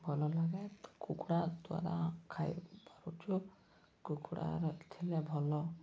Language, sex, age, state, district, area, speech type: Odia, male, 18-30, Odisha, Nabarangpur, urban, spontaneous